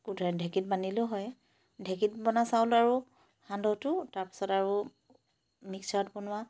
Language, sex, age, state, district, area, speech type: Assamese, female, 30-45, Assam, Charaideo, urban, spontaneous